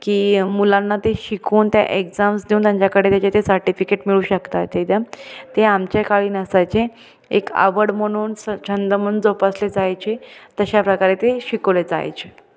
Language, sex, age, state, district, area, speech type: Marathi, female, 30-45, Maharashtra, Ahmednagar, urban, spontaneous